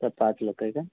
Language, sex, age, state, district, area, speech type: Marathi, female, 18-30, Maharashtra, Nashik, urban, conversation